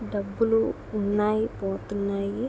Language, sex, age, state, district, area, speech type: Telugu, female, 18-30, Andhra Pradesh, Krishna, urban, spontaneous